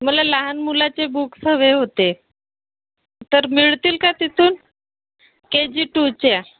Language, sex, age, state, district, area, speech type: Marathi, female, 30-45, Maharashtra, Nagpur, urban, conversation